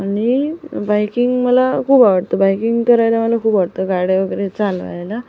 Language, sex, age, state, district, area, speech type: Marathi, female, 18-30, Maharashtra, Sindhudurg, rural, spontaneous